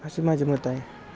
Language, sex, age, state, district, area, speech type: Marathi, male, 18-30, Maharashtra, Satara, urban, spontaneous